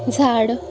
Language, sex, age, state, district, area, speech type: Marathi, female, 18-30, Maharashtra, Sindhudurg, rural, read